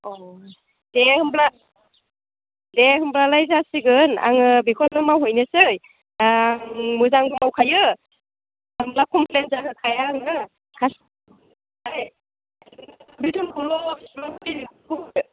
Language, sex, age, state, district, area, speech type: Bodo, female, 45-60, Assam, Chirang, rural, conversation